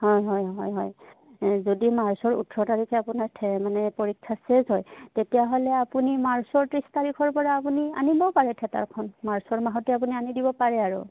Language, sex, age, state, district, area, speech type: Assamese, female, 30-45, Assam, Udalguri, rural, conversation